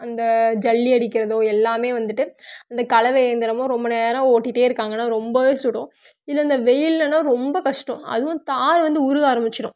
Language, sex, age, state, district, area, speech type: Tamil, female, 18-30, Tamil Nadu, Karur, rural, spontaneous